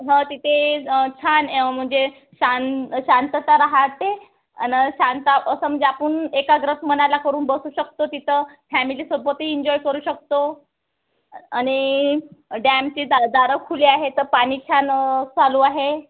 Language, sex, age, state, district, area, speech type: Marathi, female, 30-45, Maharashtra, Wardha, rural, conversation